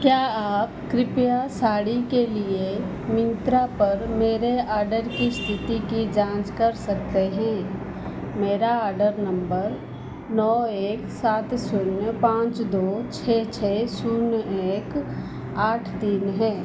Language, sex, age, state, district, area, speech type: Hindi, female, 45-60, Madhya Pradesh, Chhindwara, rural, read